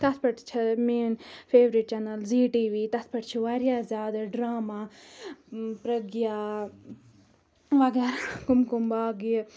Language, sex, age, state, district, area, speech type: Kashmiri, female, 18-30, Jammu and Kashmir, Ganderbal, rural, spontaneous